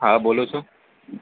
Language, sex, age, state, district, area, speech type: Gujarati, male, 18-30, Gujarat, Junagadh, urban, conversation